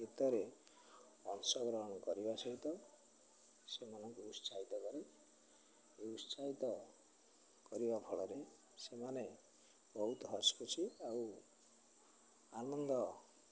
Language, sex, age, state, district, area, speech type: Odia, male, 60+, Odisha, Jagatsinghpur, rural, spontaneous